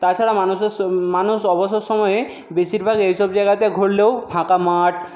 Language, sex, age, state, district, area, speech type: Bengali, male, 60+, West Bengal, Jhargram, rural, spontaneous